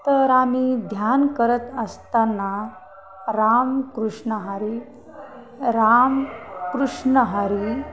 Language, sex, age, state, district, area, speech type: Marathi, female, 45-60, Maharashtra, Hingoli, urban, spontaneous